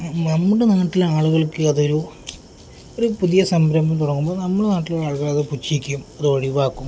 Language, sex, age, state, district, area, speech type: Malayalam, male, 18-30, Kerala, Kozhikode, rural, spontaneous